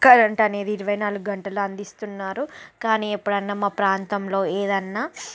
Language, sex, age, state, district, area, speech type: Telugu, female, 45-60, Andhra Pradesh, Srikakulam, urban, spontaneous